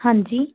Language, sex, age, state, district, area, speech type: Punjabi, female, 18-30, Punjab, Patiala, urban, conversation